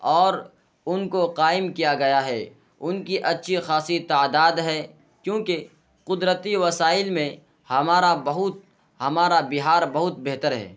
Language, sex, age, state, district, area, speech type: Urdu, male, 18-30, Bihar, Purnia, rural, spontaneous